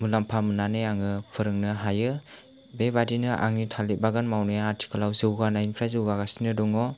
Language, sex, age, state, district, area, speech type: Bodo, male, 30-45, Assam, Chirang, rural, spontaneous